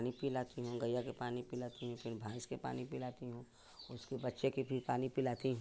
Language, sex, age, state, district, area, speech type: Hindi, female, 60+, Uttar Pradesh, Chandauli, rural, spontaneous